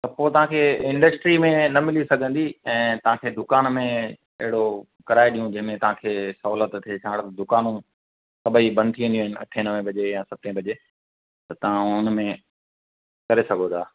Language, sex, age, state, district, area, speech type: Sindhi, male, 45-60, Gujarat, Kutch, rural, conversation